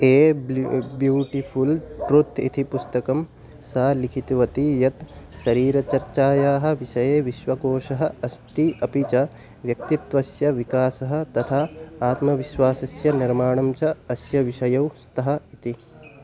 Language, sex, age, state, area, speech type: Sanskrit, male, 18-30, Delhi, rural, read